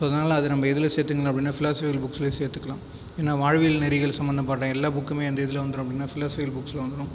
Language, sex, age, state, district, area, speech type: Tamil, male, 18-30, Tamil Nadu, Viluppuram, rural, spontaneous